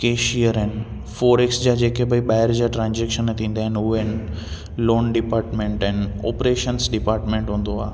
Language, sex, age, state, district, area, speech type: Sindhi, male, 18-30, Gujarat, Junagadh, urban, spontaneous